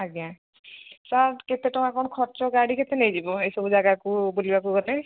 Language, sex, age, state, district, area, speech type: Odia, female, 45-60, Odisha, Angul, rural, conversation